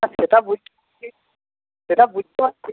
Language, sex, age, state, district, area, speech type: Bengali, male, 45-60, West Bengal, Jhargram, rural, conversation